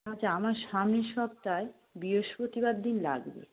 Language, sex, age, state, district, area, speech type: Bengali, female, 30-45, West Bengal, Darjeeling, rural, conversation